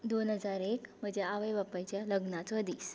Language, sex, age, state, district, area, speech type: Goan Konkani, female, 18-30, Goa, Tiswadi, rural, spontaneous